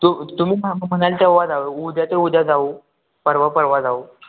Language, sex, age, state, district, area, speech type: Marathi, male, 18-30, Maharashtra, Satara, urban, conversation